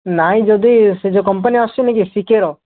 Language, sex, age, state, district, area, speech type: Odia, male, 18-30, Odisha, Bhadrak, rural, conversation